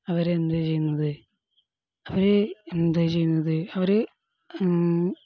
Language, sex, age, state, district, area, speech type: Malayalam, male, 18-30, Kerala, Kozhikode, rural, spontaneous